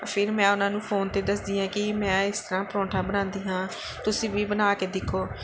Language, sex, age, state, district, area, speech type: Punjabi, female, 30-45, Punjab, Pathankot, urban, spontaneous